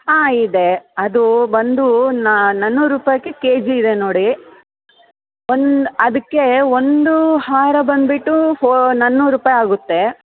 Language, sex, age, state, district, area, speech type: Kannada, female, 45-60, Karnataka, Bellary, urban, conversation